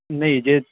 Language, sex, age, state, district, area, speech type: Punjabi, male, 30-45, Punjab, Faridkot, urban, conversation